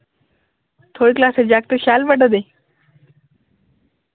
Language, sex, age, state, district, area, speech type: Dogri, male, 45-60, Jammu and Kashmir, Udhampur, urban, conversation